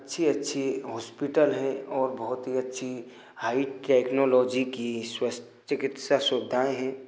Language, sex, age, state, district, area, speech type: Hindi, male, 18-30, Rajasthan, Bharatpur, rural, spontaneous